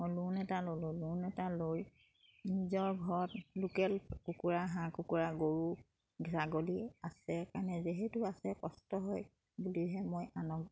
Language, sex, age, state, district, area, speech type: Assamese, female, 30-45, Assam, Charaideo, rural, spontaneous